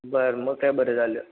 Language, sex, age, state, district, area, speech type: Marathi, male, 18-30, Maharashtra, Kolhapur, urban, conversation